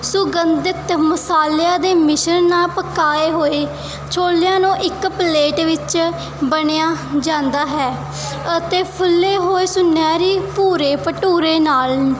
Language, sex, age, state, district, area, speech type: Punjabi, female, 18-30, Punjab, Mansa, rural, spontaneous